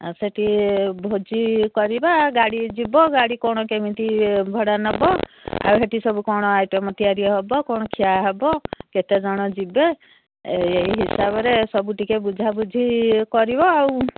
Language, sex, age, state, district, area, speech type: Odia, female, 60+, Odisha, Jharsuguda, rural, conversation